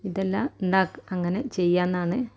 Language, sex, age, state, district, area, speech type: Malayalam, female, 45-60, Kerala, Malappuram, rural, spontaneous